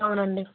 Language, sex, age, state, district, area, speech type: Telugu, female, 30-45, Andhra Pradesh, Krishna, rural, conversation